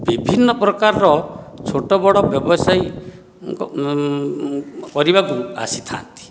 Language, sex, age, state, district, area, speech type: Odia, male, 60+, Odisha, Dhenkanal, rural, spontaneous